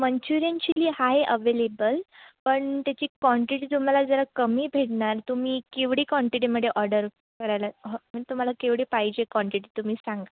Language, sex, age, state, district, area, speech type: Marathi, female, 18-30, Maharashtra, Sindhudurg, rural, conversation